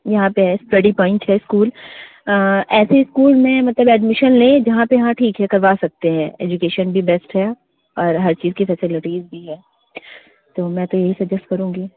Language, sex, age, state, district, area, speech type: Hindi, female, 30-45, Uttar Pradesh, Sitapur, rural, conversation